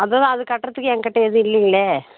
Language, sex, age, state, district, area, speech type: Tamil, female, 30-45, Tamil Nadu, Tirupattur, rural, conversation